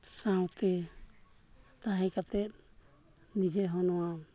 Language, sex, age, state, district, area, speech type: Santali, male, 45-60, Jharkhand, East Singhbhum, rural, spontaneous